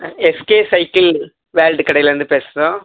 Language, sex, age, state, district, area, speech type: Tamil, male, 18-30, Tamil Nadu, Perambalur, urban, conversation